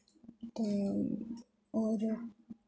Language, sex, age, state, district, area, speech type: Dogri, female, 18-30, Jammu and Kashmir, Jammu, rural, spontaneous